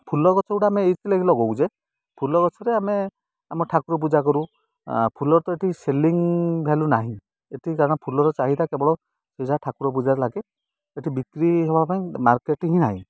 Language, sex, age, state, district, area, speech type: Odia, male, 30-45, Odisha, Kendrapara, urban, spontaneous